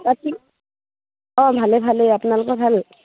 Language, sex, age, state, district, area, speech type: Assamese, female, 18-30, Assam, Dibrugarh, urban, conversation